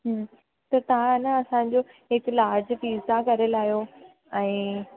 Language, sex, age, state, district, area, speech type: Sindhi, female, 18-30, Rajasthan, Ajmer, urban, conversation